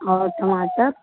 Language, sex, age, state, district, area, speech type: Hindi, female, 18-30, Uttar Pradesh, Mirzapur, rural, conversation